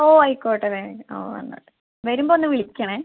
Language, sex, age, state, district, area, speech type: Malayalam, female, 18-30, Kerala, Malappuram, rural, conversation